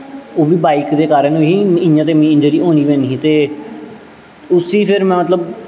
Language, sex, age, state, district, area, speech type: Dogri, male, 18-30, Jammu and Kashmir, Jammu, urban, spontaneous